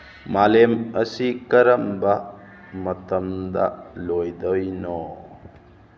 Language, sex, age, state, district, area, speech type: Manipuri, male, 45-60, Manipur, Churachandpur, rural, read